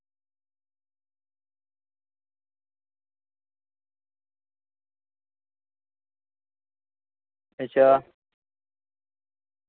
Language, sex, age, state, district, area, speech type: Dogri, male, 18-30, Jammu and Kashmir, Samba, rural, conversation